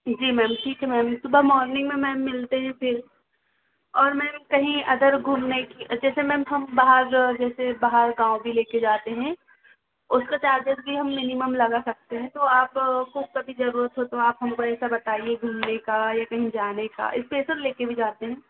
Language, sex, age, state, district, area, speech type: Hindi, female, 18-30, Madhya Pradesh, Chhindwara, urban, conversation